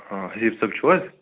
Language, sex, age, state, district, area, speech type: Kashmiri, male, 18-30, Jammu and Kashmir, Kupwara, rural, conversation